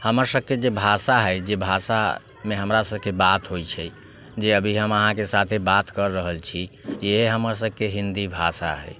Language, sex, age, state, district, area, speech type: Maithili, male, 30-45, Bihar, Muzaffarpur, rural, spontaneous